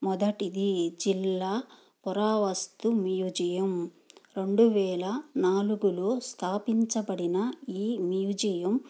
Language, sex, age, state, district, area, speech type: Telugu, female, 45-60, Andhra Pradesh, Nellore, rural, spontaneous